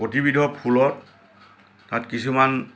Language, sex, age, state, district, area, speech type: Assamese, male, 60+, Assam, Lakhimpur, urban, spontaneous